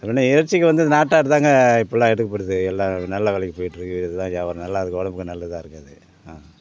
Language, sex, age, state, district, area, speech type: Tamil, male, 60+, Tamil Nadu, Ariyalur, rural, spontaneous